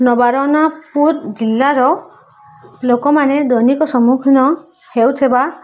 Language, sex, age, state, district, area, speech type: Odia, female, 18-30, Odisha, Subarnapur, urban, spontaneous